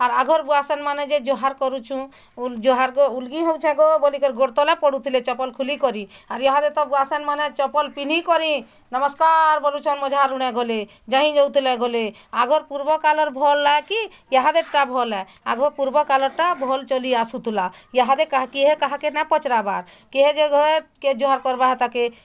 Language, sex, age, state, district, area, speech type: Odia, female, 45-60, Odisha, Bargarh, urban, spontaneous